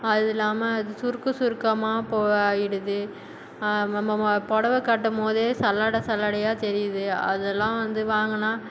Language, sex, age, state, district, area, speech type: Tamil, female, 60+, Tamil Nadu, Cuddalore, rural, spontaneous